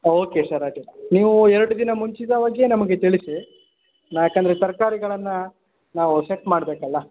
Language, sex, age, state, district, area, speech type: Kannada, male, 18-30, Karnataka, Shimoga, rural, conversation